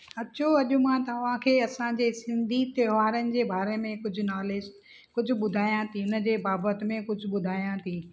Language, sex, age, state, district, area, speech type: Sindhi, female, 45-60, Maharashtra, Thane, urban, spontaneous